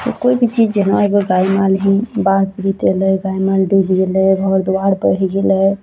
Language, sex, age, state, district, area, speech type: Maithili, female, 18-30, Bihar, Araria, rural, spontaneous